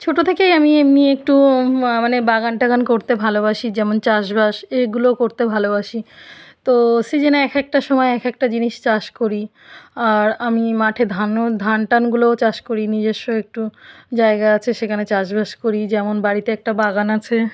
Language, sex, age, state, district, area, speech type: Bengali, female, 45-60, West Bengal, South 24 Parganas, rural, spontaneous